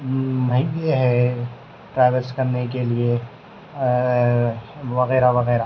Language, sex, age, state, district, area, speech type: Urdu, male, 18-30, Telangana, Hyderabad, urban, spontaneous